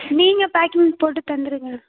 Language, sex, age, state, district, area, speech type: Tamil, female, 18-30, Tamil Nadu, Thanjavur, rural, conversation